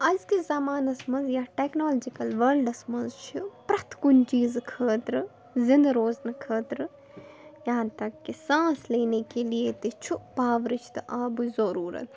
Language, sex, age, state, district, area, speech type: Kashmiri, female, 30-45, Jammu and Kashmir, Bandipora, rural, spontaneous